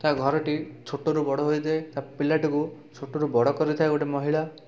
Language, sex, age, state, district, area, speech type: Odia, male, 18-30, Odisha, Rayagada, urban, spontaneous